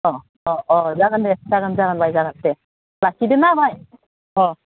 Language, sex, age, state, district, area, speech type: Bodo, female, 45-60, Assam, Udalguri, rural, conversation